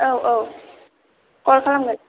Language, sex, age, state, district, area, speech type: Bodo, female, 18-30, Assam, Kokrajhar, rural, conversation